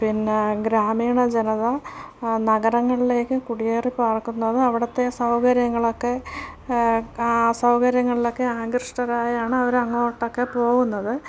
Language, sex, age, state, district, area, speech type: Malayalam, female, 30-45, Kerala, Thiruvananthapuram, rural, spontaneous